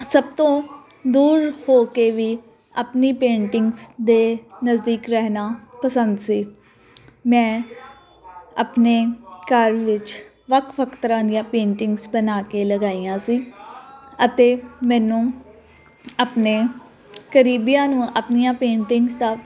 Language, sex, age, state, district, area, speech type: Punjabi, female, 30-45, Punjab, Jalandhar, urban, spontaneous